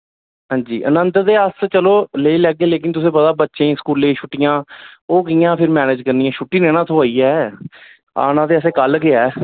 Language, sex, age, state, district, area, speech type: Dogri, male, 30-45, Jammu and Kashmir, Reasi, urban, conversation